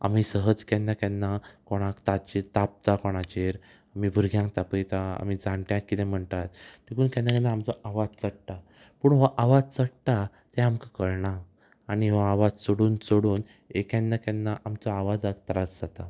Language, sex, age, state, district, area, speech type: Goan Konkani, male, 18-30, Goa, Ponda, rural, spontaneous